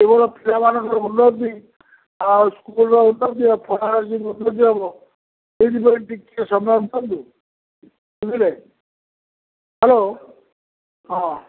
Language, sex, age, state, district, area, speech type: Odia, male, 45-60, Odisha, Sundergarh, rural, conversation